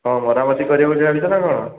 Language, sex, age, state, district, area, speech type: Odia, male, 18-30, Odisha, Dhenkanal, rural, conversation